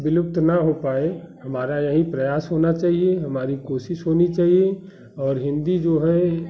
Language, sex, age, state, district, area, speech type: Hindi, male, 30-45, Uttar Pradesh, Bhadohi, urban, spontaneous